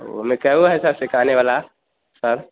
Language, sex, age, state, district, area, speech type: Hindi, male, 18-30, Bihar, Vaishali, rural, conversation